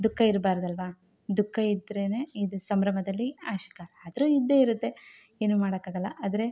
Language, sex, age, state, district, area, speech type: Kannada, female, 30-45, Karnataka, Chikkamagaluru, rural, spontaneous